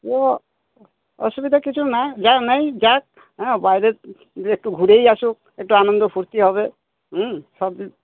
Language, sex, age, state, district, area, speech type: Bengali, male, 60+, West Bengal, Purba Bardhaman, urban, conversation